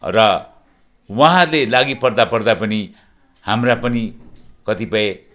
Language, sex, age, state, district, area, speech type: Nepali, male, 60+, West Bengal, Jalpaiguri, rural, spontaneous